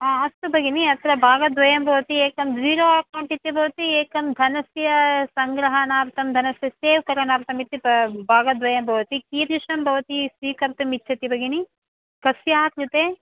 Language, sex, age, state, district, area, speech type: Sanskrit, female, 30-45, Karnataka, Bangalore Urban, urban, conversation